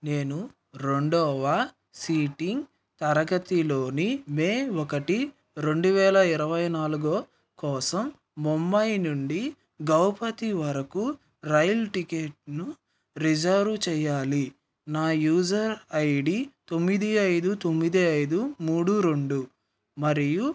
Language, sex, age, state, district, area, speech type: Telugu, male, 18-30, Andhra Pradesh, Nellore, rural, read